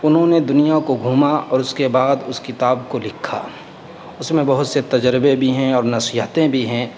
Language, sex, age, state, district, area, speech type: Urdu, male, 18-30, Uttar Pradesh, Saharanpur, urban, spontaneous